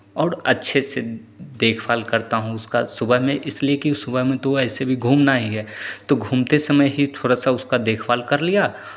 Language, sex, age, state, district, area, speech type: Hindi, male, 30-45, Bihar, Begusarai, rural, spontaneous